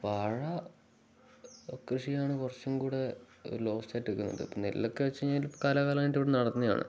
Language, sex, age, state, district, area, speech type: Malayalam, male, 18-30, Kerala, Wayanad, rural, spontaneous